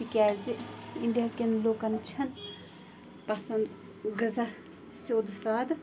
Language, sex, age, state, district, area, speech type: Kashmiri, female, 45-60, Jammu and Kashmir, Bandipora, rural, spontaneous